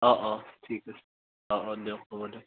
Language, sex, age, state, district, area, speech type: Assamese, male, 30-45, Assam, Nalbari, rural, conversation